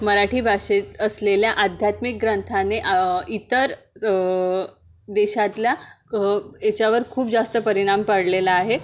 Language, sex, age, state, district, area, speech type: Marathi, female, 18-30, Maharashtra, Amravati, rural, spontaneous